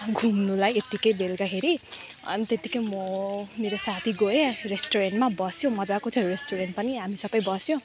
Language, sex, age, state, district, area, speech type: Nepali, female, 30-45, West Bengal, Alipurduar, urban, spontaneous